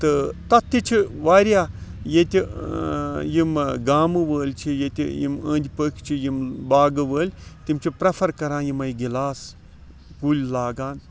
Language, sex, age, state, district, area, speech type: Kashmiri, male, 45-60, Jammu and Kashmir, Srinagar, rural, spontaneous